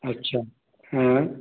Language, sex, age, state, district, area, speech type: Hindi, male, 45-60, Bihar, Samastipur, rural, conversation